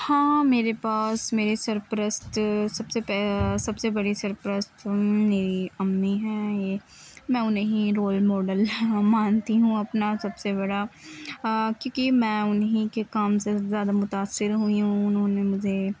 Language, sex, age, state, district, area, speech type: Urdu, female, 18-30, Uttar Pradesh, Muzaffarnagar, rural, spontaneous